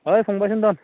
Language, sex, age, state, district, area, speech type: Bodo, male, 30-45, Assam, Baksa, rural, conversation